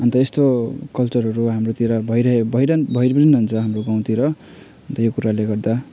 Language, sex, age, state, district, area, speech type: Nepali, male, 30-45, West Bengal, Jalpaiguri, urban, spontaneous